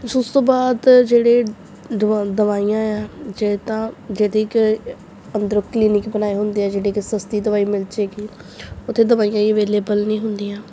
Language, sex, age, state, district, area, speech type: Punjabi, female, 18-30, Punjab, Gurdaspur, urban, spontaneous